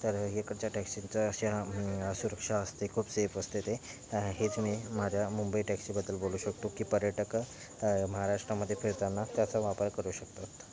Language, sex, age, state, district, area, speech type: Marathi, male, 18-30, Maharashtra, Thane, urban, spontaneous